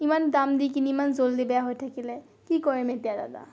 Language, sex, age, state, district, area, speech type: Assamese, female, 18-30, Assam, Biswanath, rural, spontaneous